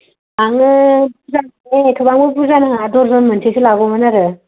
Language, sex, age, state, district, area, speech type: Bodo, female, 18-30, Assam, Kokrajhar, rural, conversation